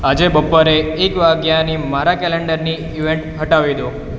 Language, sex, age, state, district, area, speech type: Gujarati, male, 18-30, Gujarat, Valsad, rural, read